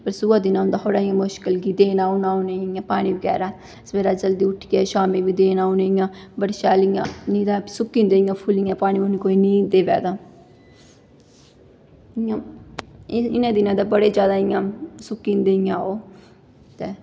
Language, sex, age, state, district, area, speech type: Dogri, female, 18-30, Jammu and Kashmir, Kathua, rural, spontaneous